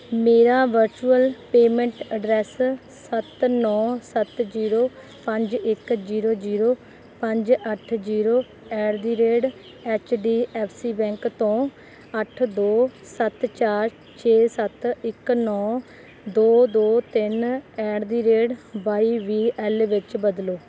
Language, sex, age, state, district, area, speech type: Punjabi, female, 18-30, Punjab, Rupnagar, rural, read